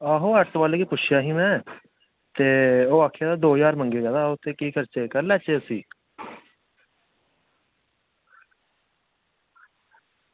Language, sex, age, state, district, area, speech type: Dogri, male, 18-30, Jammu and Kashmir, Samba, rural, conversation